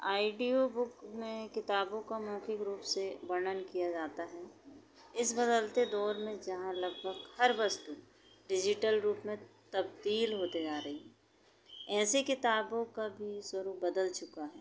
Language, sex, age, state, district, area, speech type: Hindi, female, 30-45, Madhya Pradesh, Chhindwara, urban, spontaneous